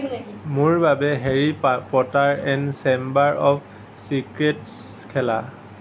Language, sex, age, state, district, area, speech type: Assamese, male, 18-30, Assam, Kamrup Metropolitan, urban, read